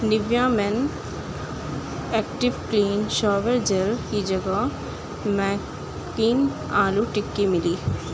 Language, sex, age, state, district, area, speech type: Urdu, female, 18-30, Uttar Pradesh, Mau, urban, read